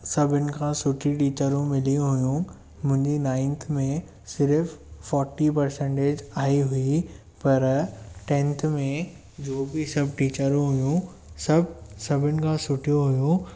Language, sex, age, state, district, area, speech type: Sindhi, male, 18-30, Maharashtra, Thane, urban, spontaneous